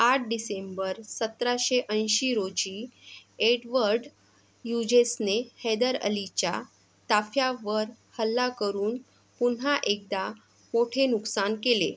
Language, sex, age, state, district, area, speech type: Marathi, female, 45-60, Maharashtra, Akola, urban, read